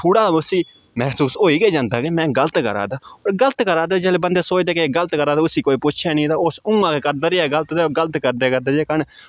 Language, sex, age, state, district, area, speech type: Dogri, male, 18-30, Jammu and Kashmir, Udhampur, rural, spontaneous